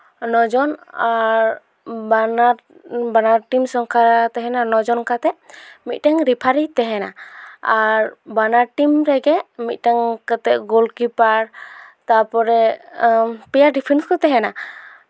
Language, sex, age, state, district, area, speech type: Santali, female, 18-30, West Bengal, Purulia, rural, spontaneous